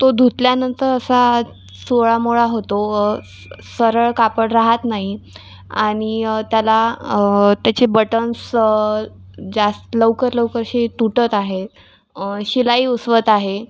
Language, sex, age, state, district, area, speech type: Marathi, female, 18-30, Maharashtra, Washim, rural, spontaneous